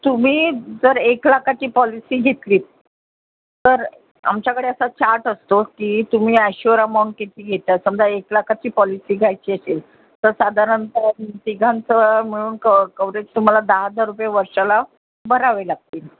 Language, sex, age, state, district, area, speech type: Marathi, female, 45-60, Maharashtra, Mumbai Suburban, urban, conversation